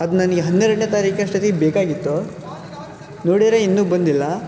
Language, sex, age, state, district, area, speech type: Kannada, male, 18-30, Karnataka, Shimoga, rural, spontaneous